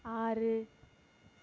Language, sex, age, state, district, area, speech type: Tamil, female, 18-30, Tamil Nadu, Mayiladuthurai, rural, read